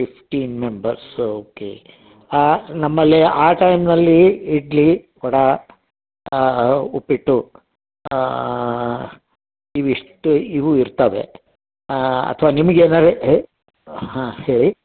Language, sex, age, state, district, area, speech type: Kannada, male, 60+, Karnataka, Dharwad, rural, conversation